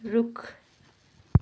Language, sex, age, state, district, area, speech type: Nepali, female, 45-60, West Bengal, Kalimpong, rural, read